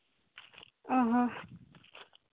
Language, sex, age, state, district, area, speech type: Santali, female, 18-30, Jharkhand, Seraikela Kharsawan, rural, conversation